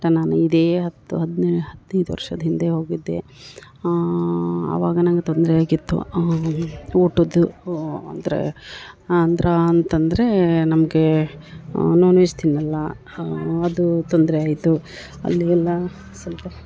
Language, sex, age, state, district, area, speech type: Kannada, female, 60+, Karnataka, Dharwad, rural, spontaneous